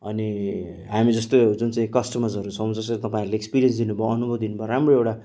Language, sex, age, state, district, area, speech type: Nepali, male, 30-45, West Bengal, Kalimpong, rural, spontaneous